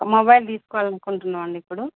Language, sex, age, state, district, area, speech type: Telugu, female, 30-45, Telangana, Medak, urban, conversation